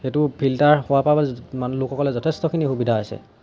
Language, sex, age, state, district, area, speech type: Assamese, male, 18-30, Assam, Golaghat, rural, spontaneous